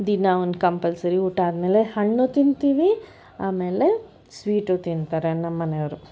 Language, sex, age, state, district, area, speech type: Kannada, female, 60+, Karnataka, Bangalore Urban, urban, spontaneous